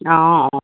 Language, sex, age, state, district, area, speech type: Assamese, female, 45-60, Assam, Dibrugarh, rural, conversation